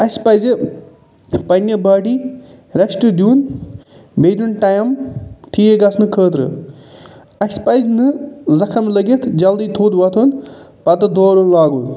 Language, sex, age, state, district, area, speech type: Kashmiri, male, 45-60, Jammu and Kashmir, Budgam, urban, spontaneous